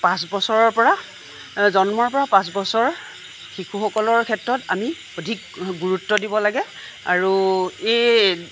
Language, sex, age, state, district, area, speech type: Assamese, female, 45-60, Assam, Nagaon, rural, spontaneous